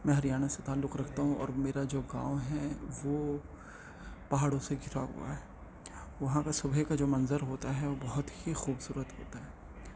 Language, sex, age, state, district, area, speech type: Urdu, male, 18-30, Delhi, North East Delhi, urban, spontaneous